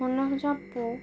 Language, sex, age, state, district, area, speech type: Sindhi, female, 18-30, Rajasthan, Ajmer, urban, spontaneous